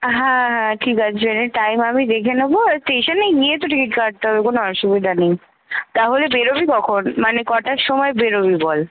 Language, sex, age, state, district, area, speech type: Bengali, female, 18-30, West Bengal, Kolkata, urban, conversation